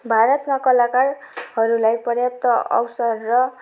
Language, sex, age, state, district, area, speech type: Nepali, female, 18-30, West Bengal, Darjeeling, rural, spontaneous